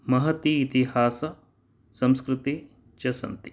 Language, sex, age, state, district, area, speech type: Sanskrit, male, 45-60, Karnataka, Dakshina Kannada, urban, spontaneous